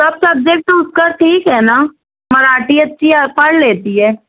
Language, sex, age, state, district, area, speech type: Urdu, female, 18-30, Maharashtra, Nashik, urban, conversation